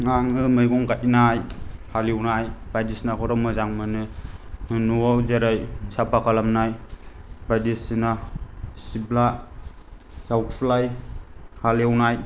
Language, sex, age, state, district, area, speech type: Bodo, male, 30-45, Assam, Kokrajhar, rural, spontaneous